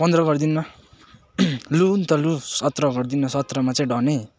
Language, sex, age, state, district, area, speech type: Nepali, male, 18-30, West Bengal, Darjeeling, urban, spontaneous